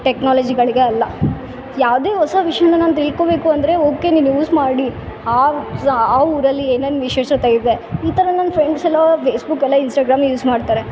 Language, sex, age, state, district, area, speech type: Kannada, female, 18-30, Karnataka, Bellary, urban, spontaneous